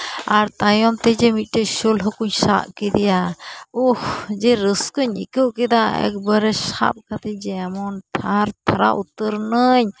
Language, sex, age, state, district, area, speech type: Santali, female, 30-45, West Bengal, Uttar Dinajpur, rural, spontaneous